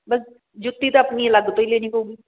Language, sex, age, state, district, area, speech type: Punjabi, female, 30-45, Punjab, Mohali, urban, conversation